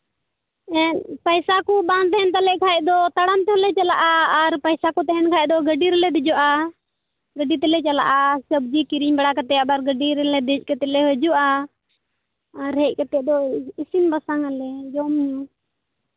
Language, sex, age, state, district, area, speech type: Santali, male, 30-45, Jharkhand, Pakur, rural, conversation